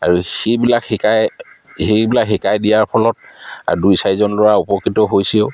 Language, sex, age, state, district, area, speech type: Assamese, male, 45-60, Assam, Charaideo, rural, spontaneous